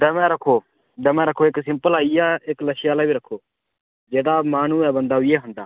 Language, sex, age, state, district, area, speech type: Dogri, male, 18-30, Jammu and Kashmir, Udhampur, urban, conversation